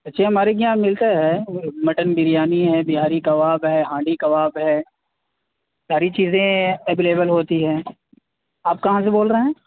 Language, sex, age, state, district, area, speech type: Urdu, male, 18-30, Bihar, Gaya, urban, conversation